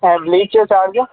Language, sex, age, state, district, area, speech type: Sindhi, male, 18-30, Rajasthan, Ajmer, urban, conversation